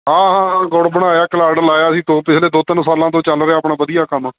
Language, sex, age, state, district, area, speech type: Punjabi, male, 30-45, Punjab, Ludhiana, rural, conversation